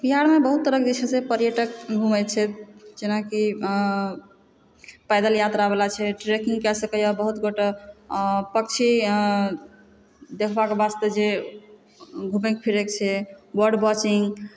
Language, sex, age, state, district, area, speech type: Maithili, female, 30-45, Bihar, Supaul, urban, spontaneous